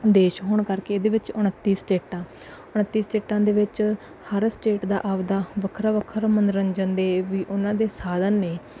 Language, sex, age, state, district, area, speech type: Punjabi, female, 18-30, Punjab, Bathinda, rural, spontaneous